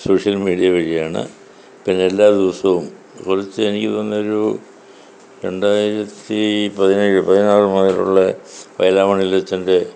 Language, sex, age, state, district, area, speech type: Malayalam, male, 60+, Kerala, Kollam, rural, spontaneous